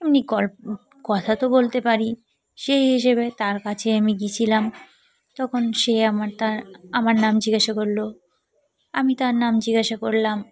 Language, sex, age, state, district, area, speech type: Bengali, female, 30-45, West Bengal, Cooch Behar, urban, spontaneous